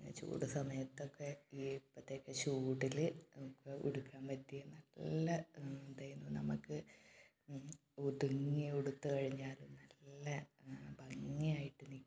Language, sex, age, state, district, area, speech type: Malayalam, female, 30-45, Kerala, Malappuram, rural, spontaneous